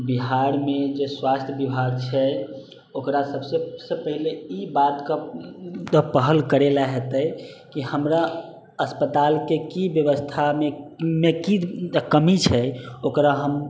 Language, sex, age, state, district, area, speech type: Maithili, male, 18-30, Bihar, Sitamarhi, urban, spontaneous